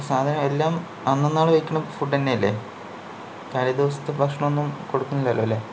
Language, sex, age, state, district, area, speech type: Malayalam, male, 30-45, Kerala, Palakkad, urban, spontaneous